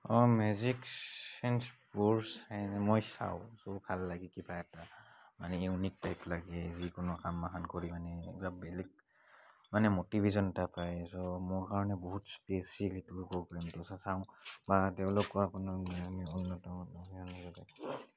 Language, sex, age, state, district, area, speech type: Assamese, male, 18-30, Assam, Barpeta, rural, spontaneous